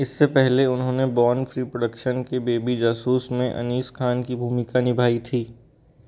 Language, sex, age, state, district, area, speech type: Hindi, male, 30-45, Madhya Pradesh, Balaghat, rural, read